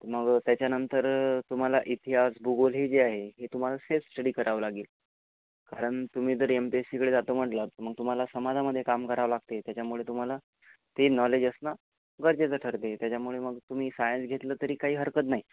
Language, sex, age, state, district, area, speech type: Marathi, male, 18-30, Maharashtra, Washim, rural, conversation